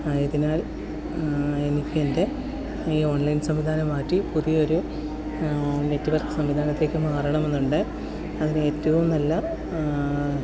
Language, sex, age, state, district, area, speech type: Malayalam, female, 30-45, Kerala, Pathanamthitta, rural, spontaneous